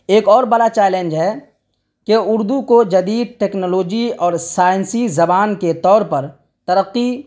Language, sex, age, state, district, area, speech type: Urdu, male, 30-45, Bihar, Darbhanga, urban, spontaneous